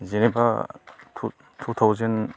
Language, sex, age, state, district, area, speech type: Bodo, male, 45-60, Assam, Baksa, rural, spontaneous